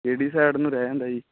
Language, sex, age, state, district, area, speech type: Punjabi, male, 18-30, Punjab, Bathinda, rural, conversation